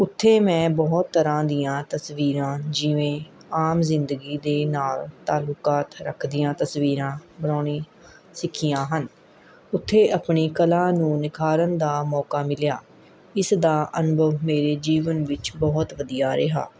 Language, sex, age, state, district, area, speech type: Punjabi, female, 30-45, Punjab, Mohali, urban, spontaneous